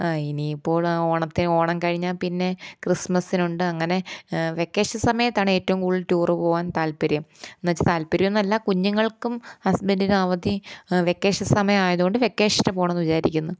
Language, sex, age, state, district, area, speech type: Malayalam, female, 30-45, Kerala, Kollam, rural, spontaneous